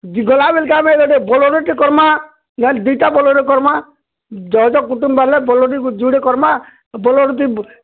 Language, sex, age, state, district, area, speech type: Odia, male, 60+, Odisha, Bargarh, urban, conversation